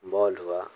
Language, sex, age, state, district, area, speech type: Hindi, male, 45-60, Uttar Pradesh, Mau, rural, spontaneous